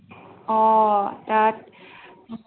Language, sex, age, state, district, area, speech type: Assamese, female, 18-30, Assam, Tinsukia, urban, conversation